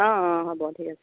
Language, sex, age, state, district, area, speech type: Assamese, female, 30-45, Assam, Lakhimpur, rural, conversation